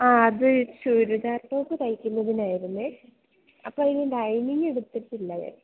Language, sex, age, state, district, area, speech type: Malayalam, female, 18-30, Kerala, Idukki, rural, conversation